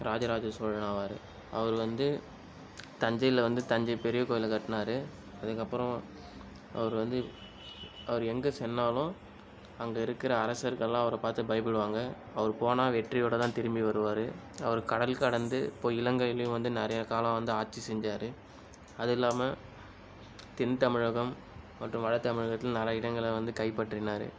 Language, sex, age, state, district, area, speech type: Tamil, male, 18-30, Tamil Nadu, Cuddalore, urban, spontaneous